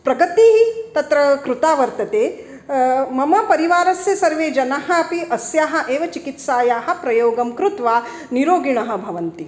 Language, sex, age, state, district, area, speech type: Sanskrit, female, 45-60, Maharashtra, Nagpur, urban, spontaneous